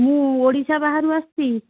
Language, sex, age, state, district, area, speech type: Odia, female, 45-60, Odisha, Angul, rural, conversation